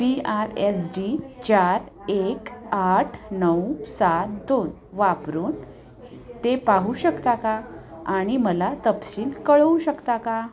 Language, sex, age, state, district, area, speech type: Marathi, female, 45-60, Maharashtra, Osmanabad, rural, read